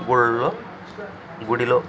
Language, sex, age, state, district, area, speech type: Telugu, male, 45-60, Andhra Pradesh, Bapatla, urban, spontaneous